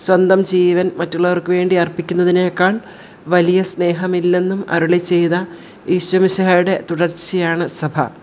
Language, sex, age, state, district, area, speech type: Malayalam, female, 45-60, Kerala, Kollam, rural, spontaneous